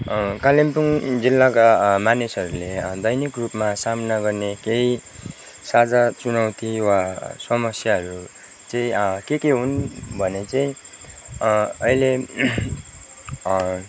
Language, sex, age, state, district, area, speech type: Nepali, male, 30-45, West Bengal, Kalimpong, rural, spontaneous